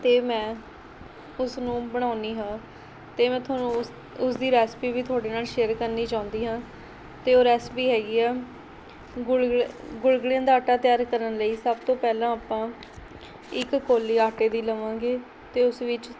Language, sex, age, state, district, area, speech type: Punjabi, female, 18-30, Punjab, Mohali, rural, spontaneous